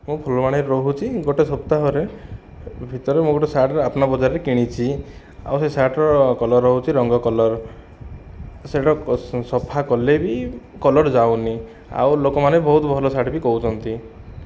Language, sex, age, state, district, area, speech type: Odia, male, 45-60, Odisha, Kandhamal, rural, spontaneous